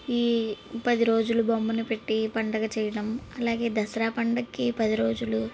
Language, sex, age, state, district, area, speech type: Telugu, female, 18-30, Andhra Pradesh, Guntur, urban, spontaneous